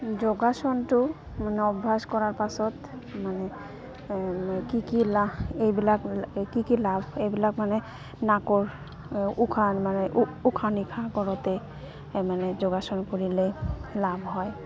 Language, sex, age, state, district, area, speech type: Assamese, female, 30-45, Assam, Goalpara, rural, spontaneous